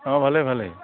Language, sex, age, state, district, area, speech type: Assamese, male, 45-60, Assam, Dibrugarh, rural, conversation